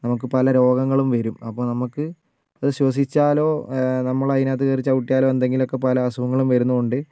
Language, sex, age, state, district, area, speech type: Malayalam, male, 60+, Kerala, Wayanad, rural, spontaneous